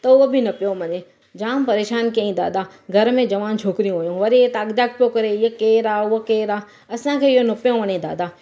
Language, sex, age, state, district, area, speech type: Sindhi, female, 30-45, Gujarat, Surat, urban, spontaneous